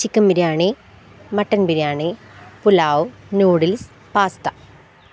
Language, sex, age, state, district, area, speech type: Malayalam, female, 18-30, Kerala, Palakkad, rural, spontaneous